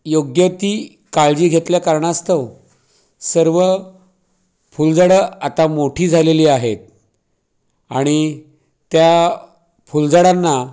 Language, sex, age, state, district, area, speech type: Marathi, male, 45-60, Maharashtra, Raigad, rural, spontaneous